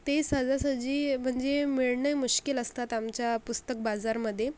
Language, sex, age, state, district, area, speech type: Marathi, female, 45-60, Maharashtra, Akola, rural, spontaneous